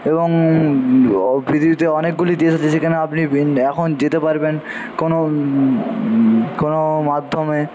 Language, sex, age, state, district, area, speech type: Bengali, male, 45-60, West Bengal, Paschim Medinipur, rural, spontaneous